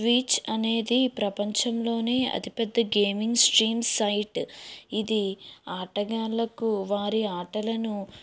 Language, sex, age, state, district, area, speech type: Telugu, female, 18-30, Andhra Pradesh, East Godavari, urban, spontaneous